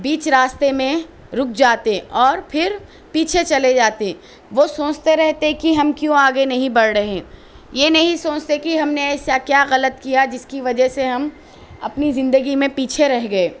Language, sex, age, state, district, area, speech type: Urdu, female, 18-30, Telangana, Hyderabad, urban, spontaneous